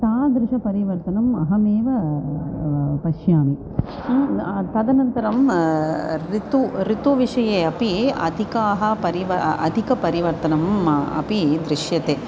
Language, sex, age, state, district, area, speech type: Sanskrit, female, 45-60, Tamil Nadu, Chennai, urban, spontaneous